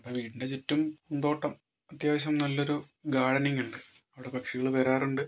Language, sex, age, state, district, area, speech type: Malayalam, male, 30-45, Kerala, Kozhikode, urban, spontaneous